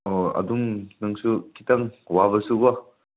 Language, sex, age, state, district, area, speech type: Manipuri, male, 18-30, Manipur, Senapati, rural, conversation